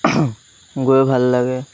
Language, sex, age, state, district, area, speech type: Assamese, male, 18-30, Assam, Lakhimpur, rural, spontaneous